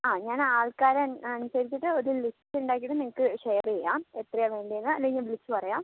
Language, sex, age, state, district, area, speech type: Malayalam, other, 18-30, Kerala, Kozhikode, urban, conversation